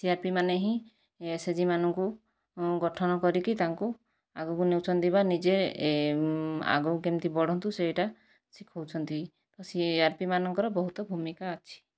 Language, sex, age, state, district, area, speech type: Odia, female, 45-60, Odisha, Kandhamal, rural, spontaneous